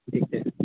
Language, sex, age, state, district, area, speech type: Maithili, male, 45-60, Bihar, Purnia, rural, conversation